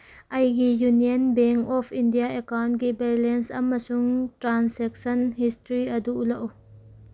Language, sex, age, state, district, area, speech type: Manipuri, female, 30-45, Manipur, Tengnoupal, rural, read